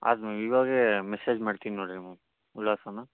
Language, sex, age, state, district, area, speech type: Kannada, male, 30-45, Karnataka, Davanagere, rural, conversation